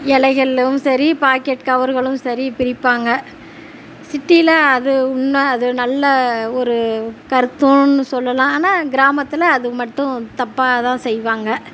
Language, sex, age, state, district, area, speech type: Tamil, female, 45-60, Tamil Nadu, Tiruchirappalli, rural, spontaneous